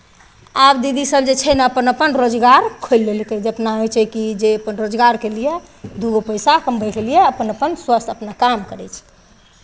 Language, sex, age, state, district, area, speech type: Maithili, female, 60+, Bihar, Madhepura, urban, spontaneous